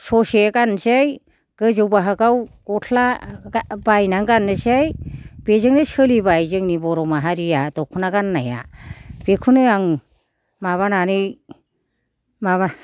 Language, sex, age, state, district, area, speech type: Bodo, female, 60+, Assam, Kokrajhar, rural, spontaneous